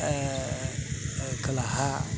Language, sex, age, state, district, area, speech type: Bodo, male, 60+, Assam, Kokrajhar, urban, spontaneous